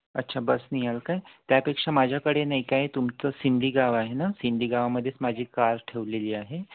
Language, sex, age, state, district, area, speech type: Marathi, male, 18-30, Maharashtra, Wardha, rural, conversation